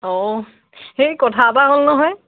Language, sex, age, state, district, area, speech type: Assamese, female, 30-45, Assam, Lakhimpur, rural, conversation